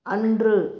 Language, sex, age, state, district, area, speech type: Tamil, female, 45-60, Tamil Nadu, Tirupattur, rural, read